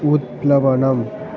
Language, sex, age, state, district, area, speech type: Sanskrit, male, 18-30, Maharashtra, Osmanabad, rural, read